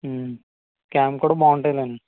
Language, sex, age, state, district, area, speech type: Telugu, male, 45-60, Andhra Pradesh, East Godavari, rural, conversation